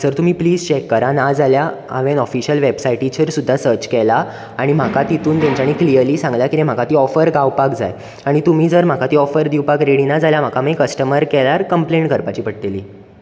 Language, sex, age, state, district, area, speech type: Goan Konkani, male, 18-30, Goa, Bardez, urban, spontaneous